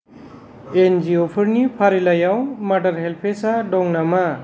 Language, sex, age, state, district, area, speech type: Bodo, male, 45-60, Assam, Kokrajhar, rural, read